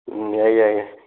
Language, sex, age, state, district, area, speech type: Manipuri, male, 30-45, Manipur, Thoubal, rural, conversation